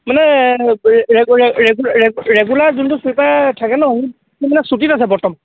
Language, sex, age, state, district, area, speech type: Assamese, male, 18-30, Assam, Sivasagar, rural, conversation